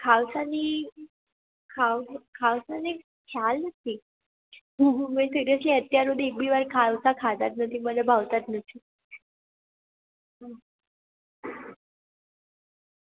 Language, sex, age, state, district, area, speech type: Gujarati, female, 18-30, Gujarat, Surat, urban, conversation